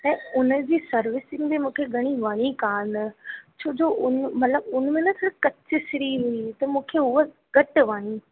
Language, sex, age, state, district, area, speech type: Sindhi, female, 18-30, Rajasthan, Ajmer, urban, conversation